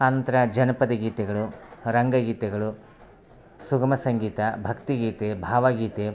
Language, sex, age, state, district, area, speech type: Kannada, male, 30-45, Karnataka, Vijayapura, rural, spontaneous